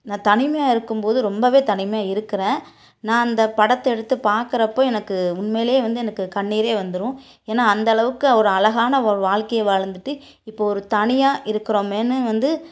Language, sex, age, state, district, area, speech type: Tamil, female, 30-45, Tamil Nadu, Tiruppur, rural, spontaneous